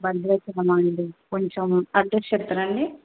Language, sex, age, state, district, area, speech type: Telugu, female, 18-30, Telangana, Bhadradri Kothagudem, rural, conversation